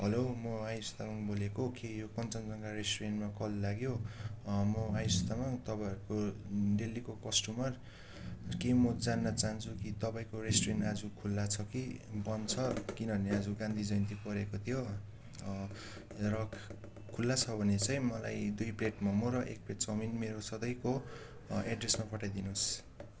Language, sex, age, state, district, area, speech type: Nepali, male, 18-30, West Bengal, Darjeeling, rural, spontaneous